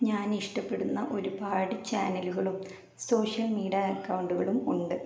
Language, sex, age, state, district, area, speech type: Malayalam, female, 18-30, Kerala, Malappuram, rural, spontaneous